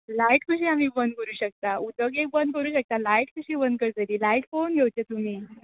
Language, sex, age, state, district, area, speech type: Goan Konkani, female, 18-30, Goa, Quepem, rural, conversation